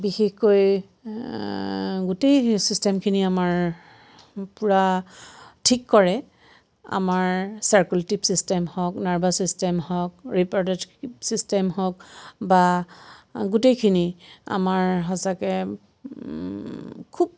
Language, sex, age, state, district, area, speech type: Assamese, female, 45-60, Assam, Biswanath, rural, spontaneous